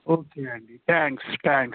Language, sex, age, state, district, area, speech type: Telugu, male, 60+, Telangana, Warangal, urban, conversation